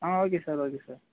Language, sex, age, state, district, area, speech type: Tamil, male, 18-30, Tamil Nadu, Viluppuram, urban, conversation